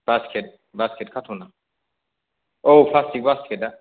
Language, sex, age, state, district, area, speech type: Bodo, male, 45-60, Assam, Chirang, rural, conversation